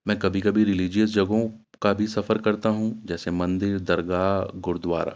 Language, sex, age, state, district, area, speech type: Urdu, male, 45-60, Uttar Pradesh, Ghaziabad, urban, spontaneous